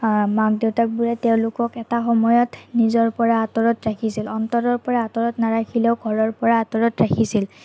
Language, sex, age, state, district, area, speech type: Assamese, female, 45-60, Assam, Morigaon, urban, spontaneous